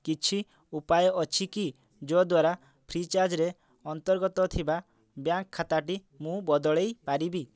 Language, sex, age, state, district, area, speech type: Odia, male, 30-45, Odisha, Mayurbhanj, rural, read